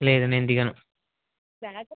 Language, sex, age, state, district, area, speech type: Telugu, male, 18-30, Telangana, Mahbubnagar, rural, conversation